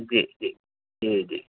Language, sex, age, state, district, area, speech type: Sindhi, male, 45-60, Gujarat, Kutch, urban, conversation